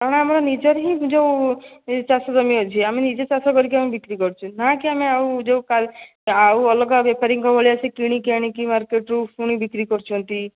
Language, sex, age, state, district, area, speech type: Odia, female, 18-30, Odisha, Jajpur, rural, conversation